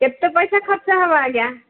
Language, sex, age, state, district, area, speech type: Odia, female, 45-60, Odisha, Sundergarh, rural, conversation